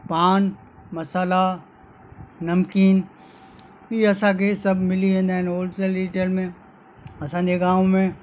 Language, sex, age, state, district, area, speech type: Sindhi, male, 45-60, Gujarat, Kutch, rural, spontaneous